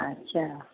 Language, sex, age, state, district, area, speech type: Sindhi, female, 45-60, Gujarat, Kutch, urban, conversation